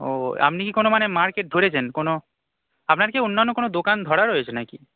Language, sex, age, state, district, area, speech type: Bengali, male, 18-30, West Bengal, Darjeeling, rural, conversation